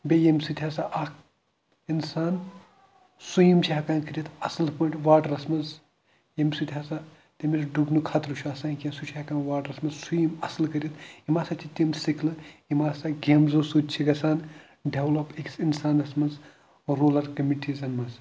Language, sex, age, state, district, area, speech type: Kashmiri, male, 18-30, Jammu and Kashmir, Pulwama, rural, spontaneous